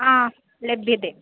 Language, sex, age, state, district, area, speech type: Sanskrit, female, 18-30, Kerala, Thrissur, rural, conversation